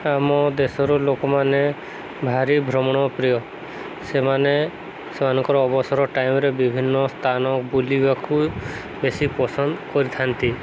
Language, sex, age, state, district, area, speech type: Odia, male, 18-30, Odisha, Subarnapur, urban, spontaneous